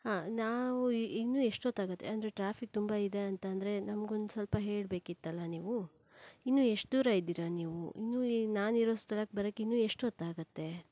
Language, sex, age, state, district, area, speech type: Kannada, female, 30-45, Karnataka, Shimoga, rural, spontaneous